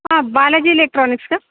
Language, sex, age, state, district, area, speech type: Marathi, female, 45-60, Maharashtra, Ahmednagar, rural, conversation